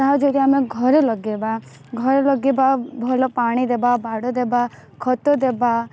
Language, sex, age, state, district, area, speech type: Odia, female, 18-30, Odisha, Rayagada, rural, spontaneous